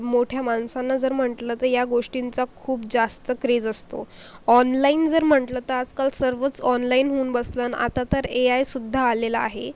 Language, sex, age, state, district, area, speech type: Marathi, female, 18-30, Maharashtra, Akola, rural, spontaneous